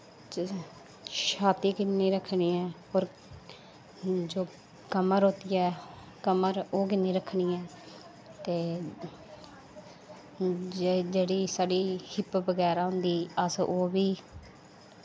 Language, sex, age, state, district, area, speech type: Dogri, female, 30-45, Jammu and Kashmir, Samba, rural, spontaneous